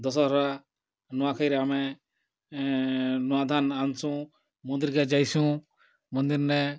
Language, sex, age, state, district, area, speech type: Odia, male, 45-60, Odisha, Kalahandi, rural, spontaneous